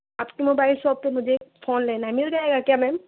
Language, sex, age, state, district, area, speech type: Hindi, female, 18-30, Uttar Pradesh, Prayagraj, urban, conversation